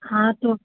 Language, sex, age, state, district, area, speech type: Hindi, female, 30-45, Madhya Pradesh, Seoni, urban, conversation